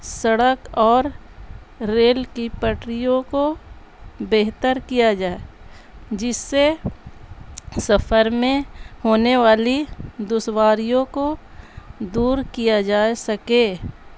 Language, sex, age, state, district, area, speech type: Urdu, female, 60+, Bihar, Gaya, urban, spontaneous